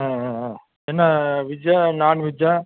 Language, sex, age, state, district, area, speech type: Tamil, male, 60+, Tamil Nadu, Nilgiris, rural, conversation